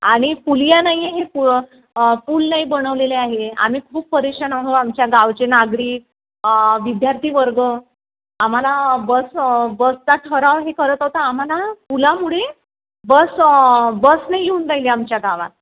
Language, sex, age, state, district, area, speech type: Marathi, female, 30-45, Maharashtra, Nagpur, rural, conversation